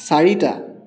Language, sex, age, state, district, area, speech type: Assamese, male, 18-30, Assam, Charaideo, urban, read